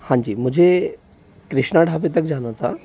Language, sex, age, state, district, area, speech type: Hindi, male, 18-30, Madhya Pradesh, Bhopal, urban, spontaneous